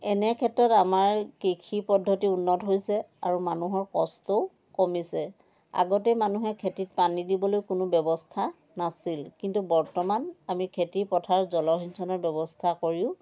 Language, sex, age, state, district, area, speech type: Assamese, female, 60+, Assam, Dhemaji, rural, spontaneous